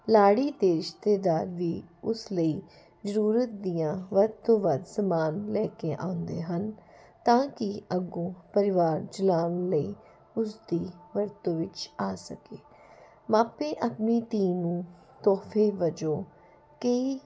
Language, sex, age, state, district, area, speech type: Punjabi, female, 45-60, Punjab, Jalandhar, urban, spontaneous